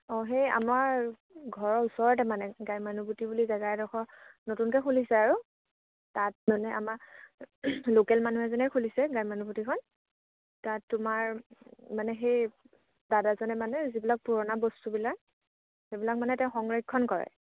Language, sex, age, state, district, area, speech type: Assamese, female, 18-30, Assam, Lakhimpur, rural, conversation